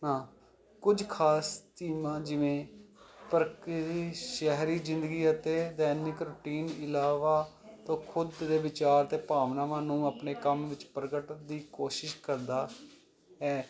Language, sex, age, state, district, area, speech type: Punjabi, male, 45-60, Punjab, Jalandhar, urban, spontaneous